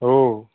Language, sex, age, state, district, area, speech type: Marathi, male, 30-45, Maharashtra, Osmanabad, rural, conversation